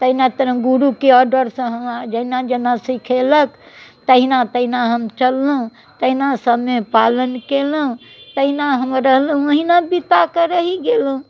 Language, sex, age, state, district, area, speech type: Maithili, female, 60+, Bihar, Muzaffarpur, rural, spontaneous